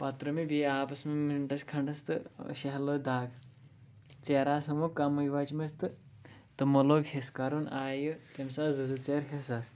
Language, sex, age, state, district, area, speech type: Kashmiri, male, 18-30, Jammu and Kashmir, Pulwama, urban, spontaneous